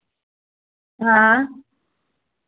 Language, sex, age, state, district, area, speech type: Dogri, female, 18-30, Jammu and Kashmir, Udhampur, rural, conversation